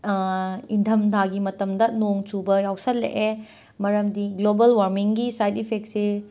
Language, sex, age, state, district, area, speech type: Manipuri, female, 45-60, Manipur, Imphal West, urban, spontaneous